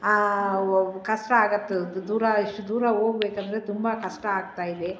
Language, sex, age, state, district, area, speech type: Kannada, female, 30-45, Karnataka, Bangalore Rural, urban, spontaneous